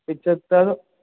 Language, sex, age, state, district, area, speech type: Sindhi, male, 18-30, Rajasthan, Ajmer, rural, conversation